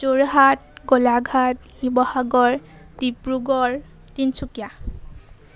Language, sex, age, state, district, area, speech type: Assamese, female, 18-30, Assam, Golaghat, urban, spontaneous